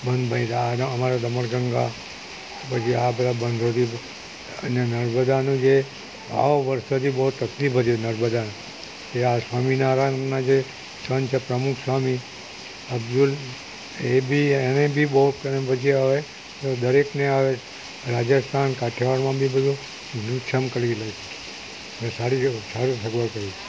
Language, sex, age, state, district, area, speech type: Gujarati, male, 60+, Gujarat, Valsad, rural, spontaneous